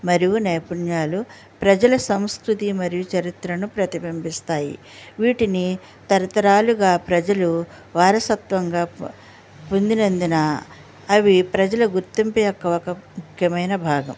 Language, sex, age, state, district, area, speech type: Telugu, female, 60+, Andhra Pradesh, West Godavari, rural, spontaneous